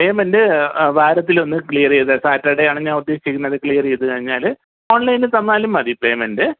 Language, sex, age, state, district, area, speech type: Malayalam, male, 45-60, Kerala, Thiruvananthapuram, urban, conversation